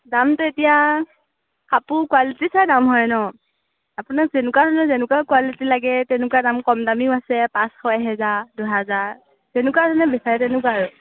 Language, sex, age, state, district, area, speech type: Assamese, female, 18-30, Assam, Morigaon, rural, conversation